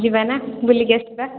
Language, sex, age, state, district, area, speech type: Odia, female, 18-30, Odisha, Khordha, rural, conversation